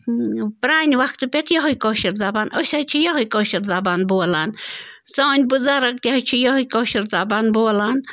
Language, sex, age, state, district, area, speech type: Kashmiri, female, 30-45, Jammu and Kashmir, Bandipora, rural, spontaneous